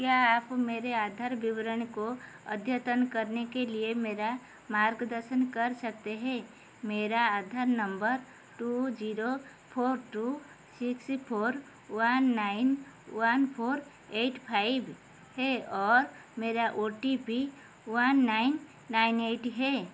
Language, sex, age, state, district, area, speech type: Hindi, female, 45-60, Madhya Pradesh, Chhindwara, rural, read